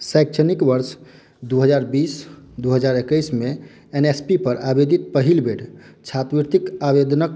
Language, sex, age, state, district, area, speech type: Maithili, male, 18-30, Bihar, Madhubani, rural, read